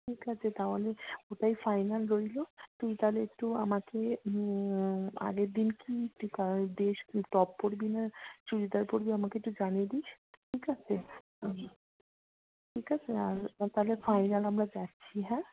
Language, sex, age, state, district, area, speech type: Bengali, female, 45-60, West Bengal, South 24 Parganas, rural, conversation